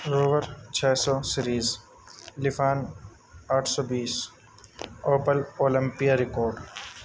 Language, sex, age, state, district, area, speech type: Urdu, male, 30-45, Delhi, North East Delhi, urban, spontaneous